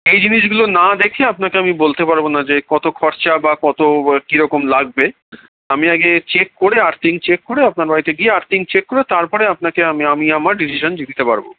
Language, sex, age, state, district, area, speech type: Bengali, male, 45-60, West Bengal, Darjeeling, rural, conversation